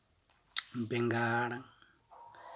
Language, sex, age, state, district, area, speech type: Santali, male, 30-45, West Bengal, Jhargram, rural, spontaneous